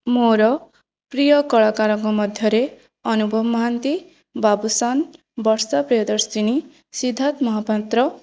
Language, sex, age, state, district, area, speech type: Odia, female, 18-30, Odisha, Jajpur, rural, spontaneous